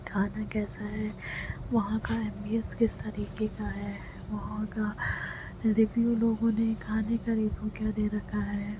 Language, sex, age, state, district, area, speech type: Urdu, female, 18-30, Delhi, Central Delhi, urban, spontaneous